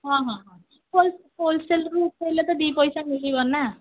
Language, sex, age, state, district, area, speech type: Odia, female, 45-60, Odisha, Sundergarh, rural, conversation